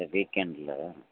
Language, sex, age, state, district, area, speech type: Tamil, male, 45-60, Tamil Nadu, Tenkasi, urban, conversation